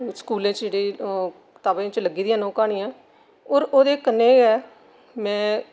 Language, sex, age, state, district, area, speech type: Dogri, female, 60+, Jammu and Kashmir, Jammu, urban, spontaneous